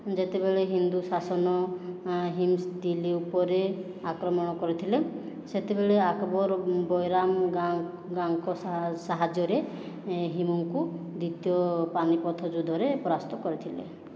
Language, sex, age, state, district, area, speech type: Odia, female, 18-30, Odisha, Boudh, rural, spontaneous